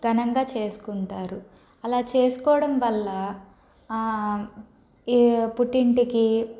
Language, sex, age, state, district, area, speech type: Telugu, female, 30-45, Andhra Pradesh, Palnadu, urban, spontaneous